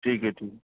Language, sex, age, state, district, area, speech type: Urdu, male, 45-60, Uttar Pradesh, Rampur, urban, conversation